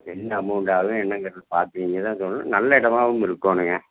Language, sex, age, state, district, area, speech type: Tamil, male, 60+, Tamil Nadu, Tiruppur, rural, conversation